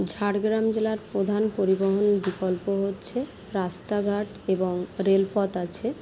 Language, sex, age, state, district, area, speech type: Bengali, female, 30-45, West Bengal, Jhargram, rural, spontaneous